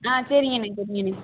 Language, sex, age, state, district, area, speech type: Tamil, female, 18-30, Tamil Nadu, Sivaganga, rural, conversation